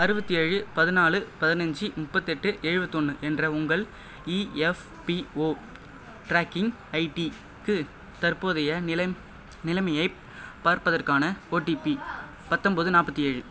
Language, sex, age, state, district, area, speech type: Tamil, male, 30-45, Tamil Nadu, Cuddalore, rural, read